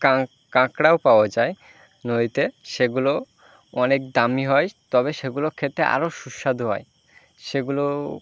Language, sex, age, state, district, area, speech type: Bengali, male, 18-30, West Bengal, Birbhum, urban, spontaneous